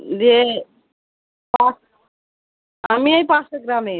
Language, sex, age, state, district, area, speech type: Bengali, female, 18-30, West Bengal, Murshidabad, rural, conversation